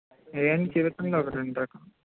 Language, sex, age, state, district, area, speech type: Telugu, male, 18-30, Andhra Pradesh, Eluru, urban, conversation